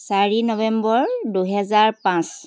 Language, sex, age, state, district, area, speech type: Assamese, female, 45-60, Assam, Charaideo, urban, spontaneous